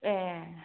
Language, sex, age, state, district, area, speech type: Bodo, female, 30-45, Assam, Udalguri, urban, conversation